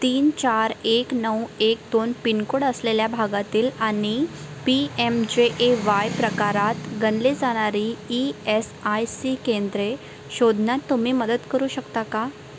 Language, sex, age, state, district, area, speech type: Marathi, female, 18-30, Maharashtra, Wardha, rural, read